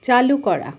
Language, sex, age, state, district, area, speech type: Bengali, female, 45-60, West Bengal, Malda, rural, read